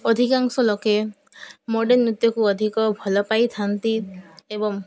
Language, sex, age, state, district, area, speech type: Odia, female, 18-30, Odisha, Koraput, urban, spontaneous